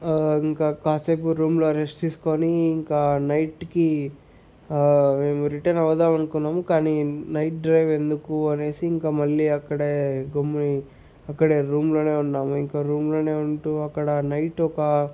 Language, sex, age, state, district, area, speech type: Telugu, male, 30-45, Andhra Pradesh, Sri Balaji, rural, spontaneous